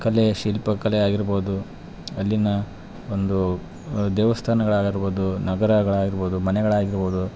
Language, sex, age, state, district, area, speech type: Kannada, male, 30-45, Karnataka, Bellary, urban, spontaneous